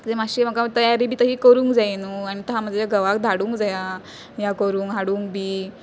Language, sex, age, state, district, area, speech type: Goan Konkani, female, 18-30, Goa, Pernem, rural, spontaneous